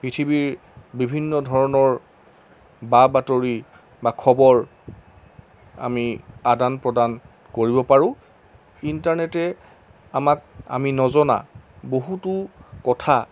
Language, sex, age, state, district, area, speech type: Assamese, male, 30-45, Assam, Jorhat, urban, spontaneous